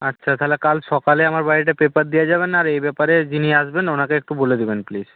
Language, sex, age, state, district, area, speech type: Bengali, male, 60+, West Bengal, Nadia, rural, conversation